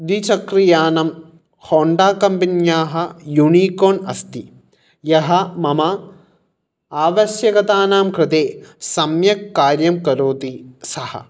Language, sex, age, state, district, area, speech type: Sanskrit, male, 18-30, Kerala, Kottayam, urban, spontaneous